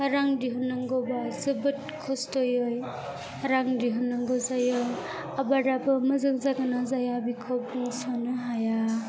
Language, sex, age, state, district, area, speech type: Bodo, female, 18-30, Assam, Chirang, rural, spontaneous